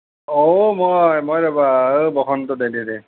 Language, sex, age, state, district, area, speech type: Assamese, male, 30-45, Assam, Nalbari, rural, conversation